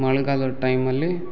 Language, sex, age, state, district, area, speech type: Kannada, male, 18-30, Karnataka, Uttara Kannada, rural, spontaneous